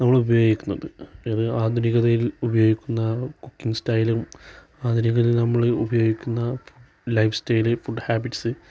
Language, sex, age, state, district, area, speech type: Malayalam, male, 30-45, Kerala, Malappuram, rural, spontaneous